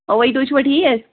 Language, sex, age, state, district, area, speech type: Kashmiri, female, 18-30, Jammu and Kashmir, Anantnag, rural, conversation